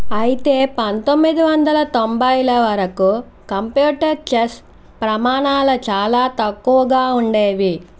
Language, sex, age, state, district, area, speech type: Telugu, female, 60+, Andhra Pradesh, Chittoor, urban, read